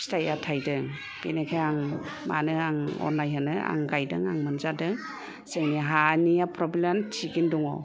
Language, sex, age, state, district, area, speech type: Bodo, female, 60+, Assam, Kokrajhar, rural, spontaneous